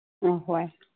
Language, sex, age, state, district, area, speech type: Manipuri, female, 60+, Manipur, Imphal East, rural, conversation